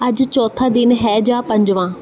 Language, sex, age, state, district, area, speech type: Punjabi, female, 30-45, Punjab, Bathinda, urban, read